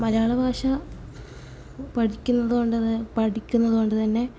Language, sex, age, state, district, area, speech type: Malayalam, female, 18-30, Kerala, Kasaragod, urban, spontaneous